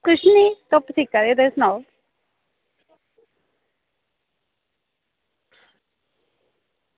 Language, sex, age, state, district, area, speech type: Dogri, female, 18-30, Jammu and Kashmir, Samba, rural, conversation